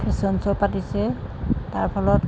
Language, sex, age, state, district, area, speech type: Assamese, female, 45-60, Assam, Jorhat, urban, spontaneous